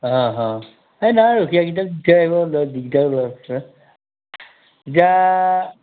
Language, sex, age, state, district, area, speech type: Assamese, male, 60+, Assam, Majuli, rural, conversation